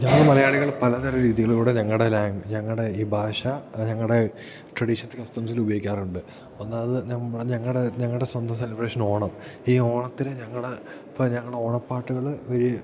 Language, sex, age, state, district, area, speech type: Malayalam, male, 18-30, Kerala, Idukki, rural, spontaneous